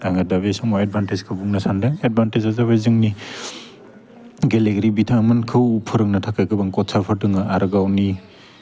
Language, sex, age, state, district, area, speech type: Bodo, male, 18-30, Assam, Udalguri, urban, spontaneous